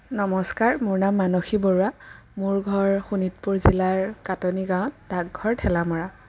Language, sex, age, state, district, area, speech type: Assamese, female, 18-30, Assam, Sonitpur, rural, spontaneous